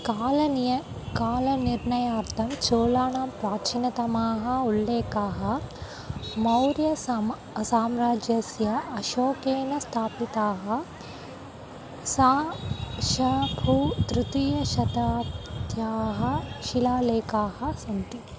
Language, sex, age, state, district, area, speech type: Sanskrit, female, 18-30, Tamil Nadu, Dharmapuri, rural, read